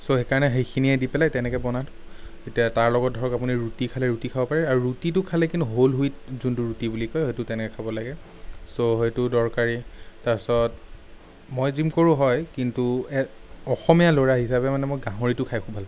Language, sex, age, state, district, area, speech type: Assamese, male, 30-45, Assam, Sonitpur, urban, spontaneous